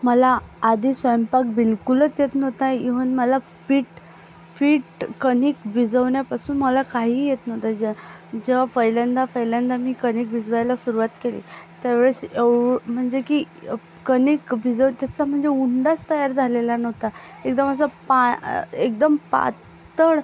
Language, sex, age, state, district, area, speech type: Marathi, female, 18-30, Maharashtra, Akola, rural, spontaneous